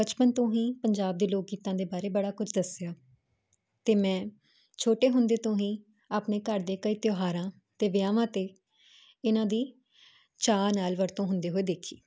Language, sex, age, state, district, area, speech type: Punjabi, female, 18-30, Punjab, Jalandhar, urban, spontaneous